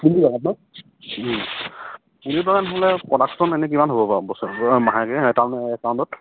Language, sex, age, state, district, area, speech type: Assamese, male, 30-45, Assam, Charaideo, rural, conversation